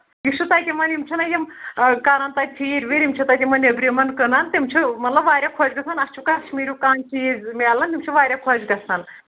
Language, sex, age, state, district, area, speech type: Kashmiri, female, 18-30, Jammu and Kashmir, Anantnag, rural, conversation